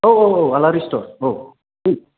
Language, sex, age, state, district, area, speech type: Bodo, male, 30-45, Assam, Chirang, urban, conversation